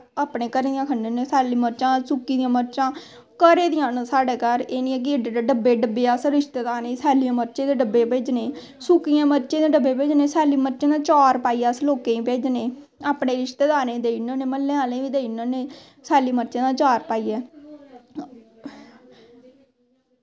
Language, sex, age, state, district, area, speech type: Dogri, female, 18-30, Jammu and Kashmir, Samba, rural, spontaneous